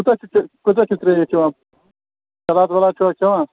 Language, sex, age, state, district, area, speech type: Kashmiri, male, 30-45, Jammu and Kashmir, Srinagar, urban, conversation